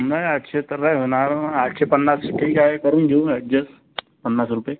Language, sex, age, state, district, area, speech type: Marathi, male, 45-60, Maharashtra, Nagpur, urban, conversation